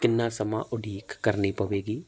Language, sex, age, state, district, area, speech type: Punjabi, male, 45-60, Punjab, Barnala, rural, spontaneous